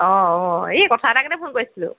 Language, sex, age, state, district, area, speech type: Assamese, female, 18-30, Assam, Jorhat, urban, conversation